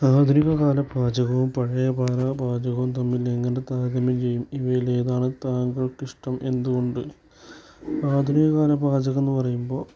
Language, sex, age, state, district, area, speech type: Malayalam, male, 30-45, Kerala, Malappuram, rural, spontaneous